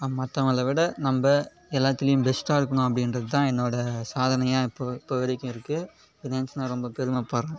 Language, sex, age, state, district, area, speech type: Tamil, male, 18-30, Tamil Nadu, Cuddalore, rural, spontaneous